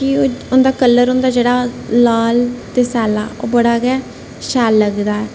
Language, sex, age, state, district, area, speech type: Dogri, female, 18-30, Jammu and Kashmir, Reasi, rural, spontaneous